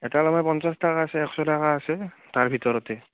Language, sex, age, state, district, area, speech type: Assamese, male, 18-30, Assam, Biswanath, rural, conversation